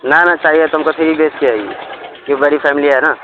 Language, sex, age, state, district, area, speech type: Urdu, male, 18-30, Bihar, Araria, rural, conversation